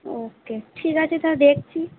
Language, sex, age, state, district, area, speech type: Bengali, female, 18-30, West Bengal, Purba Bardhaman, urban, conversation